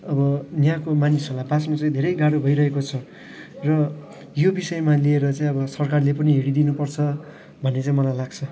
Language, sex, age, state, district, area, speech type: Nepali, male, 18-30, West Bengal, Darjeeling, rural, spontaneous